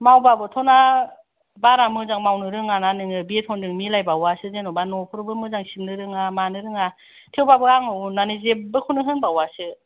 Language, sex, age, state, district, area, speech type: Bodo, female, 45-60, Assam, Kokrajhar, urban, conversation